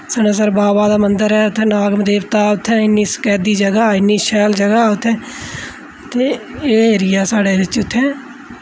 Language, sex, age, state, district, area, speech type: Dogri, female, 30-45, Jammu and Kashmir, Udhampur, urban, spontaneous